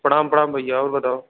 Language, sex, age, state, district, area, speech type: Hindi, male, 18-30, Uttar Pradesh, Bhadohi, urban, conversation